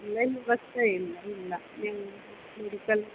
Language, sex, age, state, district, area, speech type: Kannada, female, 30-45, Karnataka, Bellary, rural, conversation